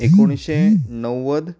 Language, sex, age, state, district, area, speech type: Goan Konkani, male, 30-45, Goa, Canacona, rural, spontaneous